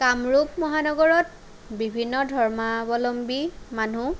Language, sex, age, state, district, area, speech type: Assamese, female, 30-45, Assam, Kamrup Metropolitan, urban, spontaneous